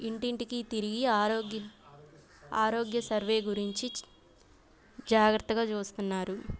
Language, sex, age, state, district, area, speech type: Telugu, female, 18-30, Andhra Pradesh, Bapatla, urban, spontaneous